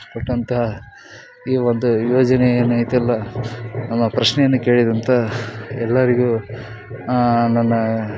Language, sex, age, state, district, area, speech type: Kannada, male, 30-45, Karnataka, Koppal, rural, spontaneous